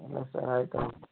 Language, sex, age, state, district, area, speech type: Kannada, male, 30-45, Karnataka, Belgaum, rural, conversation